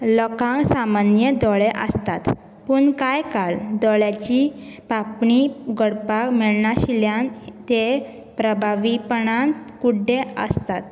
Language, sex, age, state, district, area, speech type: Goan Konkani, female, 18-30, Goa, Bardez, urban, read